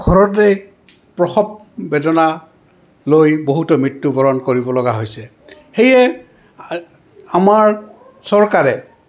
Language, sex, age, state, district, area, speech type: Assamese, male, 60+, Assam, Goalpara, urban, spontaneous